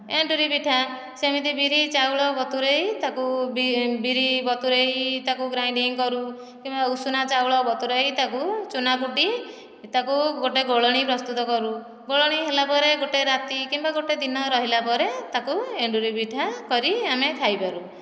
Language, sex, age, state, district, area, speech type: Odia, female, 30-45, Odisha, Nayagarh, rural, spontaneous